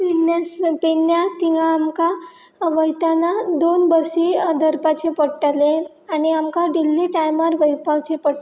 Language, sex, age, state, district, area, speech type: Goan Konkani, female, 18-30, Goa, Pernem, rural, spontaneous